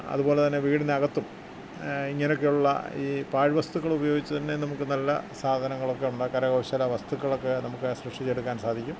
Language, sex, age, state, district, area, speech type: Malayalam, male, 60+, Kerala, Kottayam, rural, spontaneous